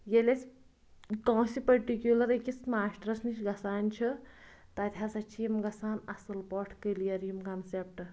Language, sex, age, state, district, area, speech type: Kashmiri, female, 18-30, Jammu and Kashmir, Pulwama, rural, spontaneous